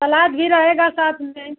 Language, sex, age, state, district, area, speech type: Hindi, female, 45-60, Uttar Pradesh, Mau, rural, conversation